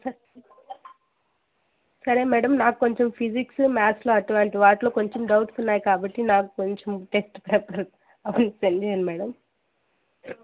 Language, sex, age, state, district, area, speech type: Telugu, female, 18-30, Andhra Pradesh, Sri Balaji, urban, conversation